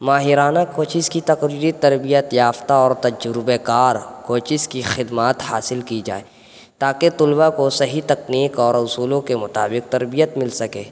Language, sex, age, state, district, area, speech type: Urdu, male, 18-30, Bihar, Gaya, urban, spontaneous